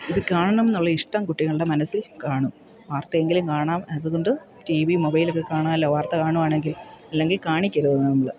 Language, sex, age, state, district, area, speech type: Malayalam, female, 30-45, Kerala, Idukki, rural, spontaneous